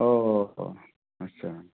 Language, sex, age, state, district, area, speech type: Bodo, male, 45-60, Assam, Baksa, rural, conversation